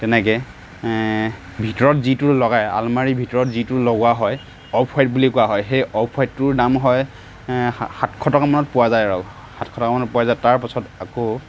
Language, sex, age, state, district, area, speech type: Assamese, male, 30-45, Assam, Nagaon, rural, spontaneous